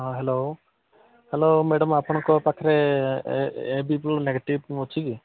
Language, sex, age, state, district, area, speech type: Odia, male, 45-60, Odisha, Sambalpur, rural, conversation